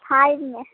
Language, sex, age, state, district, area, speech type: Maithili, female, 18-30, Bihar, Sitamarhi, rural, conversation